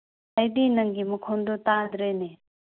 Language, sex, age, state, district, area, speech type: Manipuri, female, 18-30, Manipur, Kangpokpi, urban, conversation